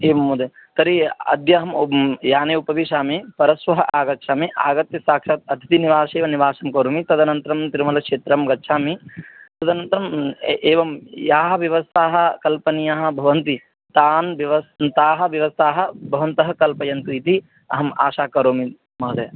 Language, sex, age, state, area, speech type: Sanskrit, male, 18-30, Rajasthan, rural, conversation